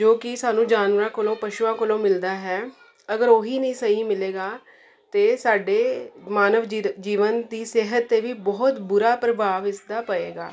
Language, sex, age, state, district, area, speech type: Punjabi, female, 30-45, Punjab, Jalandhar, urban, spontaneous